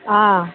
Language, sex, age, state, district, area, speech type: Tamil, female, 60+, Tamil Nadu, Kallakurichi, rural, conversation